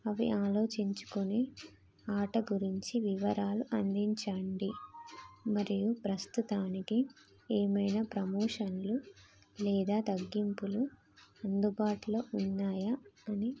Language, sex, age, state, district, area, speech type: Telugu, female, 30-45, Telangana, Jagtial, rural, spontaneous